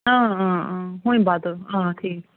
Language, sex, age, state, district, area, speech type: Kashmiri, female, 45-60, Jammu and Kashmir, Budgam, rural, conversation